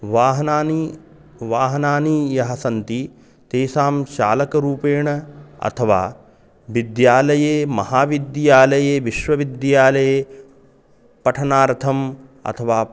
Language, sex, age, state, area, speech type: Sanskrit, male, 30-45, Uttar Pradesh, urban, spontaneous